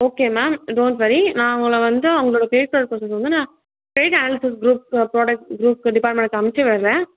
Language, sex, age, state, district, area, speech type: Tamil, female, 18-30, Tamil Nadu, Chengalpattu, urban, conversation